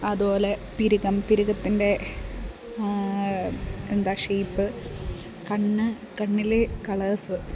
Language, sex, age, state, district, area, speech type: Malayalam, female, 30-45, Kerala, Idukki, rural, spontaneous